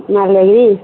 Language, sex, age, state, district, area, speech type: Odia, female, 45-60, Odisha, Angul, rural, conversation